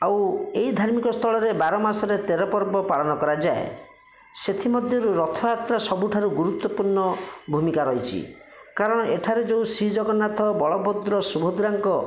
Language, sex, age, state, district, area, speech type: Odia, male, 30-45, Odisha, Bhadrak, rural, spontaneous